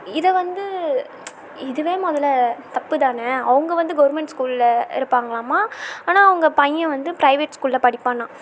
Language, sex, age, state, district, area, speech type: Tamil, female, 18-30, Tamil Nadu, Tiruvannamalai, urban, spontaneous